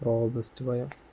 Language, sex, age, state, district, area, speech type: Malayalam, male, 18-30, Kerala, Kozhikode, rural, spontaneous